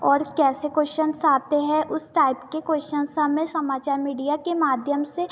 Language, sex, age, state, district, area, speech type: Hindi, female, 18-30, Madhya Pradesh, Betul, rural, spontaneous